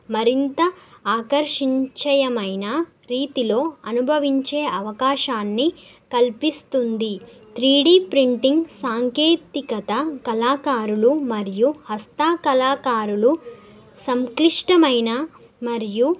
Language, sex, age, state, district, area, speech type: Telugu, female, 18-30, Telangana, Nagarkurnool, urban, spontaneous